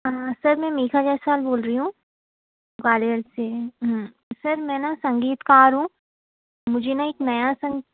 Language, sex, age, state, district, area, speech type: Hindi, female, 30-45, Madhya Pradesh, Gwalior, rural, conversation